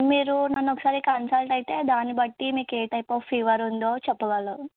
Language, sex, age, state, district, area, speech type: Telugu, female, 18-30, Telangana, Sangareddy, urban, conversation